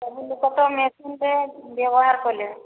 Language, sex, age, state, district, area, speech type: Odia, female, 45-60, Odisha, Boudh, rural, conversation